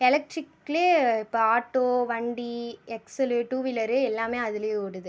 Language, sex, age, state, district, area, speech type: Tamil, female, 18-30, Tamil Nadu, Ariyalur, rural, spontaneous